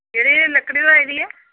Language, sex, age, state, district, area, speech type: Dogri, female, 45-60, Jammu and Kashmir, Samba, urban, conversation